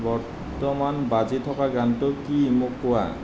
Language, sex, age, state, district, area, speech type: Assamese, male, 30-45, Assam, Nalbari, rural, read